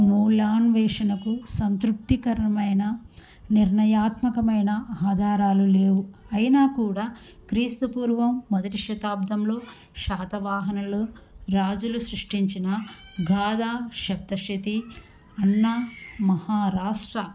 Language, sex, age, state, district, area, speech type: Telugu, female, 45-60, Andhra Pradesh, Kurnool, rural, spontaneous